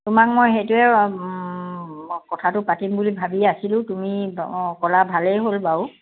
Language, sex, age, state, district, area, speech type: Assamese, female, 60+, Assam, Dibrugarh, rural, conversation